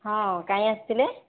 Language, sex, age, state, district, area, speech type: Odia, female, 18-30, Odisha, Khordha, rural, conversation